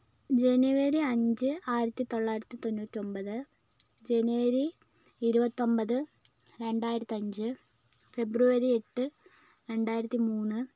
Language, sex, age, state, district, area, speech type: Malayalam, female, 45-60, Kerala, Kozhikode, urban, spontaneous